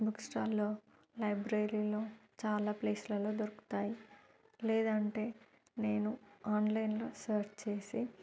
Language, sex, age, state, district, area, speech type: Telugu, female, 30-45, Telangana, Warangal, urban, spontaneous